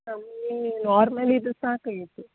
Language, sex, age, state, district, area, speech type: Kannada, female, 18-30, Karnataka, Uttara Kannada, rural, conversation